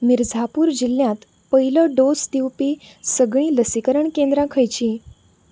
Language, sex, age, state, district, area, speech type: Goan Konkani, female, 18-30, Goa, Canacona, urban, read